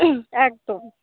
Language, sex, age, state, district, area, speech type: Bengali, female, 60+, West Bengal, Paschim Bardhaman, rural, conversation